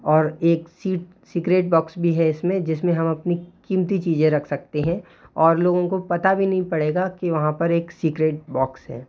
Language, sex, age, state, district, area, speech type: Hindi, male, 18-30, Madhya Pradesh, Bhopal, urban, spontaneous